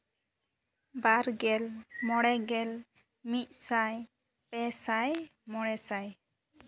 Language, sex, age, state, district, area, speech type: Santali, female, 18-30, West Bengal, Jhargram, rural, spontaneous